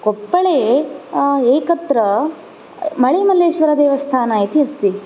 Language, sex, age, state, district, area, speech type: Sanskrit, female, 18-30, Karnataka, Koppal, rural, spontaneous